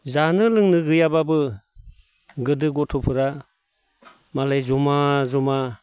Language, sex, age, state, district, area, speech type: Bodo, male, 60+, Assam, Baksa, rural, spontaneous